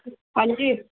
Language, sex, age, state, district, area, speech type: Punjabi, female, 60+, Punjab, Fazilka, rural, conversation